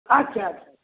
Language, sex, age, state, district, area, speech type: Maithili, male, 60+, Bihar, Samastipur, rural, conversation